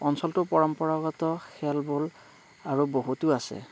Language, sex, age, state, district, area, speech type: Assamese, male, 45-60, Assam, Darrang, rural, spontaneous